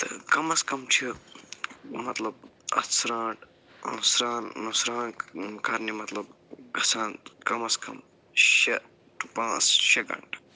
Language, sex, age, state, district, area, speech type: Kashmiri, male, 45-60, Jammu and Kashmir, Budgam, urban, spontaneous